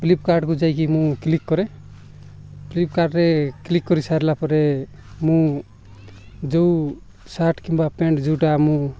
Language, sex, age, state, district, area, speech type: Odia, male, 45-60, Odisha, Nabarangpur, rural, spontaneous